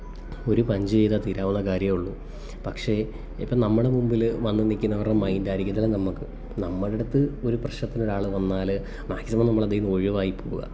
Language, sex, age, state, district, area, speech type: Malayalam, male, 30-45, Kerala, Kollam, rural, spontaneous